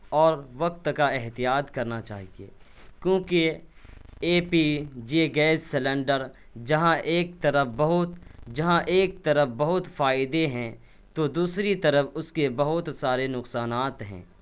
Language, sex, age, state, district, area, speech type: Urdu, male, 18-30, Bihar, Purnia, rural, spontaneous